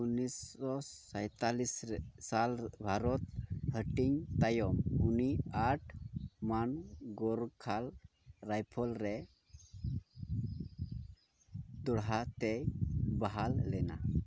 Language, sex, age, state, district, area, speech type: Santali, male, 18-30, Jharkhand, Pakur, rural, read